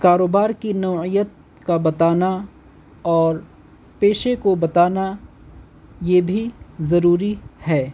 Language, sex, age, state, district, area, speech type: Urdu, male, 18-30, Delhi, North East Delhi, urban, spontaneous